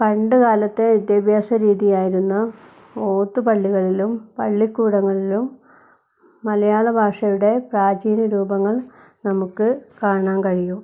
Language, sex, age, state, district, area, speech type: Malayalam, female, 60+, Kerala, Wayanad, rural, spontaneous